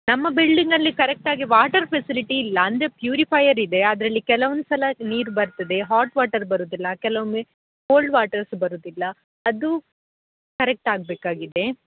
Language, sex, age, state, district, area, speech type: Kannada, female, 18-30, Karnataka, Dakshina Kannada, rural, conversation